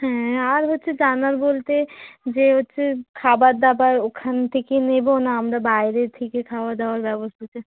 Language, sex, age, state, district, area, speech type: Bengali, female, 30-45, West Bengal, Hooghly, urban, conversation